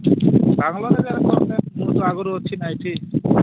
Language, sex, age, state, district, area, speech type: Odia, male, 30-45, Odisha, Nabarangpur, urban, conversation